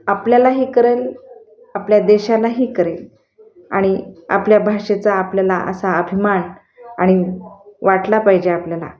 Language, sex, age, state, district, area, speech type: Marathi, female, 45-60, Maharashtra, Osmanabad, rural, spontaneous